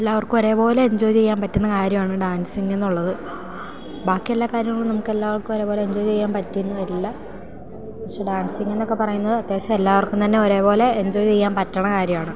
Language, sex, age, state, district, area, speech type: Malayalam, female, 18-30, Kerala, Idukki, rural, spontaneous